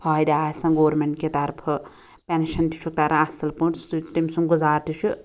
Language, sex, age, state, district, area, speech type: Kashmiri, female, 18-30, Jammu and Kashmir, Anantnag, rural, spontaneous